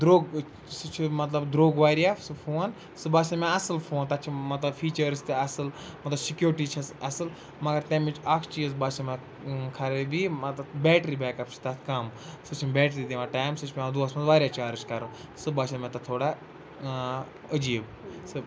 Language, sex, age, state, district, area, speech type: Kashmiri, male, 18-30, Jammu and Kashmir, Ganderbal, rural, spontaneous